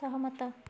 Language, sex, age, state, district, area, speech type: Odia, female, 18-30, Odisha, Kendujhar, urban, read